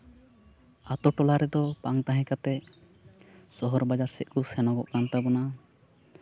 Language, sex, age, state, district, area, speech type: Santali, male, 18-30, West Bengal, Uttar Dinajpur, rural, spontaneous